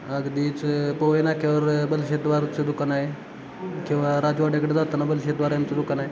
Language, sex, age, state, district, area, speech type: Marathi, male, 18-30, Maharashtra, Satara, rural, spontaneous